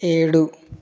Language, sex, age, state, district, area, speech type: Telugu, male, 18-30, Telangana, Karimnagar, rural, read